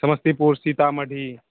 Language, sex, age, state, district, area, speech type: Hindi, male, 30-45, Bihar, Darbhanga, rural, conversation